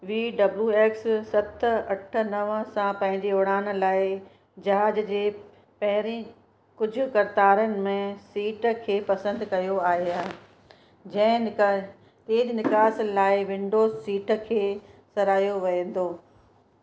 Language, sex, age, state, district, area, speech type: Sindhi, female, 45-60, Uttar Pradesh, Lucknow, urban, read